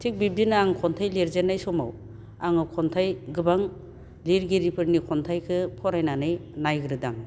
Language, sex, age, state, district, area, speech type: Bodo, female, 60+, Assam, Baksa, urban, spontaneous